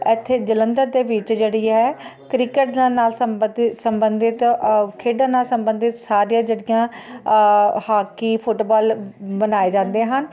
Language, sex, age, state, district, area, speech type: Punjabi, female, 45-60, Punjab, Ludhiana, urban, spontaneous